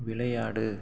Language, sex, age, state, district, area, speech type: Tamil, male, 45-60, Tamil Nadu, Tiruvarur, urban, read